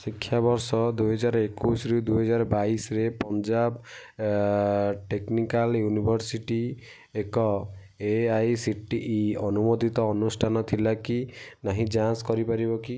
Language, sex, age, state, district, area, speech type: Odia, male, 18-30, Odisha, Kendujhar, urban, read